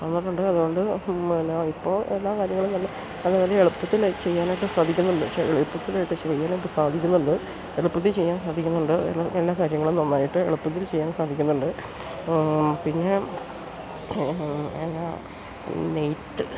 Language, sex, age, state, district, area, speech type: Malayalam, female, 60+, Kerala, Idukki, rural, spontaneous